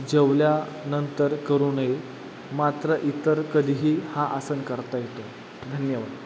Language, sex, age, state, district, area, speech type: Marathi, male, 18-30, Maharashtra, Satara, urban, spontaneous